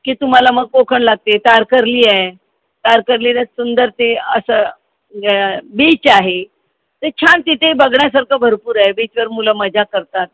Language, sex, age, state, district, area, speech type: Marathi, female, 60+, Maharashtra, Mumbai Suburban, urban, conversation